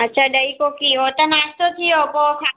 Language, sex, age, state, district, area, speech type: Sindhi, female, 30-45, Maharashtra, Mumbai Suburban, urban, conversation